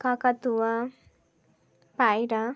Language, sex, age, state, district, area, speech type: Bengali, female, 18-30, West Bengal, Bankura, rural, spontaneous